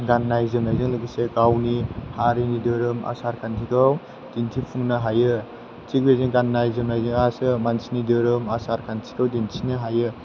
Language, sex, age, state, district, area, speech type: Bodo, male, 18-30, Assam, Chirang, rural, spontaneous